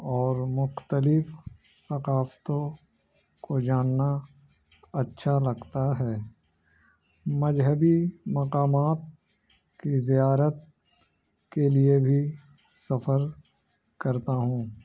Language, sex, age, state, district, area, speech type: Urdu, male, 30-45, Bihar, Gaya, urban, spontaneous